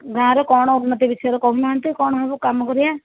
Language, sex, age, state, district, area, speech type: Odia, female, 60+, Odisha, Jajpur, rural, conversation